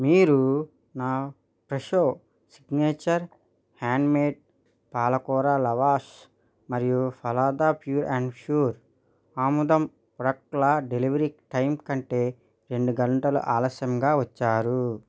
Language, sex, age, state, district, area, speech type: Telugu, male, 30-45, Andhra Pradesh, East Godavari, rural, read